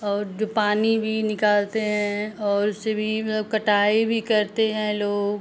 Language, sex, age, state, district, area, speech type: Hindi, female, 30-45, Uttar Pradesh, Ghazipur, rural, spontaneous